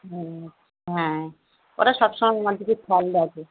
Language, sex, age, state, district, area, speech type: Bengali, female, 45-60, West Bengal, Dakshin Dinajpur, rural, conversation